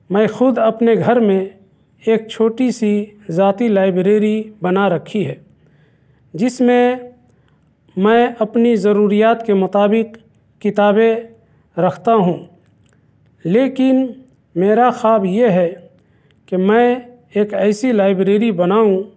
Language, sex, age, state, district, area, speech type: Urdu, male, 30-45, Delhi, South Delhi, urban, spontaneous